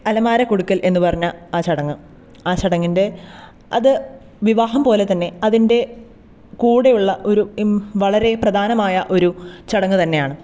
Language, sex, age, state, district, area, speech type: Malayalam, female, 18-30, Kerala, Thrissur, rural, spontaneous